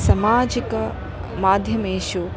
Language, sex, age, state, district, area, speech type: Sanskrit, female, 30-45, Karnataka, Dharwad, urban, spontaneous